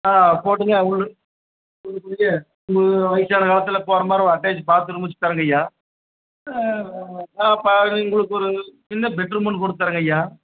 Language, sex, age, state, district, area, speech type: Tamil, male, 60+, Tamil Nadu, Erode, urban, conversation